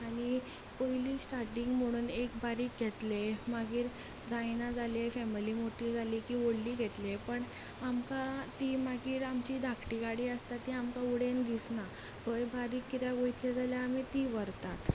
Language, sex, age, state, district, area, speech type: Goan Konkani, female, 18-30, Goa, Ponda, rural, spontaneous